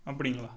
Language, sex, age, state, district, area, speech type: Tamil, male, 18-30, Tamil Nadu, Tiruppur, rural, spontaneous